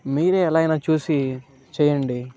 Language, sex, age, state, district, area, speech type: Telugu, male, 18-30, Andhra Pradesh, Bapatla, urban, spontaneous